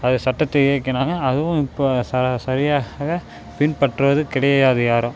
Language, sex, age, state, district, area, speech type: Tamil, male, 18-30, Tamil Nadu, Dharmapuri, urban, spontaneous